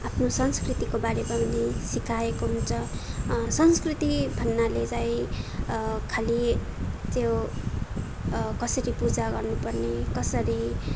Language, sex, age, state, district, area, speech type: Nepali, female, 18-30, West Bengal, Darjeeling, urban, spontaneous